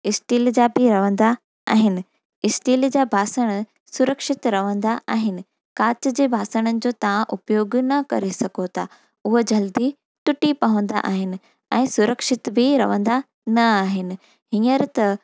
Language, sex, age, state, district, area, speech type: Sindhi, female, 18-30, Gujarat, Junagadh, rural, spontaneous